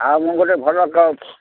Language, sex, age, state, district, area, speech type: Odia, male, 60+, Odisha, Gajapati, rural, conversation